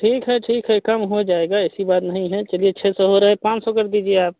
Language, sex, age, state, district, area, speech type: Hindi, male, 30-45, Uttar Pradesh, Jaunpur, rural, conversation